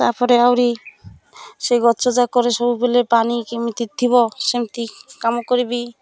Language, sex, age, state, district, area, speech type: Odia, female, 45-60, Odisha, Malkangiri, urban, spontaneous